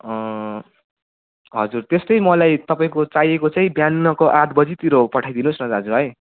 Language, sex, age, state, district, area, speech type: Nepali, male, 18-30, West Bengal, Darjeeling, rural, conversation